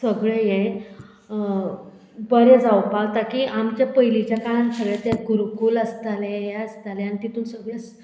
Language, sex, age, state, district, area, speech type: Goan Konkani, female, 45-60, Goa, Murmgao, rural, spontaneous